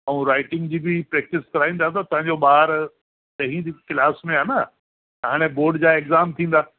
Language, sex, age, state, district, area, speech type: Sindhi, male, 60+, Delhi, South Delhi, urban, conversation